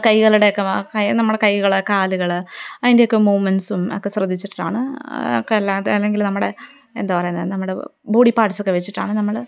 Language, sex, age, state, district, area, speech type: Malayalam, female, 30-45, Kerala, Idukki, rural, spontaneous